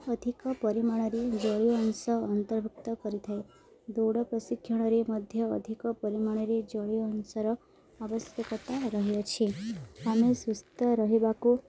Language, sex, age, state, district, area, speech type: Odia, female, 18-30, Odisha, Subarnapur, urban, spontaneous